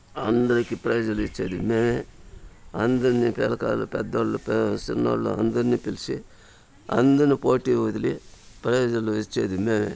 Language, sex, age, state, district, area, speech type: Telugu, male, 60+, Andhra Pradesh, Sri Balaji, rural, spontaneous